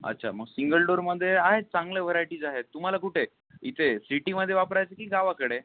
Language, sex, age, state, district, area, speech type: Marathi, male, 18-30, Maharashtra, Nanded, urban, conversation